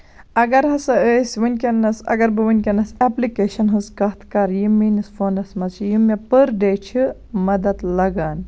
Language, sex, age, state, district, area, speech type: Kashmiri, female, 18-30, Jammu and Kashmir, Baramulla, rural, spontaneous